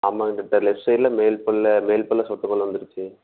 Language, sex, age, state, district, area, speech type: Tamil, male, 18-30, Tamil Nadu, Erode, rural, conversation